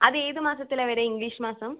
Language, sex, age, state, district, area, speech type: Malayalam, female, 18-30, Kerala, Palakkad, rural, conversation